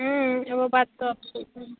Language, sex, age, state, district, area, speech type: Hindi, female, 30-45, Uttar Pradesh, Sonbhadra, rural, conversation